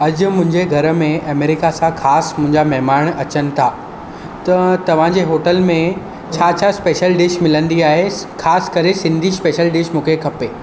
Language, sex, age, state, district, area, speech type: Sindhi, male, 18-30, Maharashtra, Mumbai Suburban, urban, spontaneous